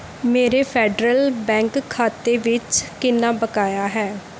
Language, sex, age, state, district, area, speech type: Punjabi, female, 18-30, Punjab, Mohali, rural, read